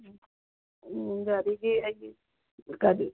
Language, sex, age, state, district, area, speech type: Manipuri, female, 45-60, Manipur, Churachandpur, urban, conversation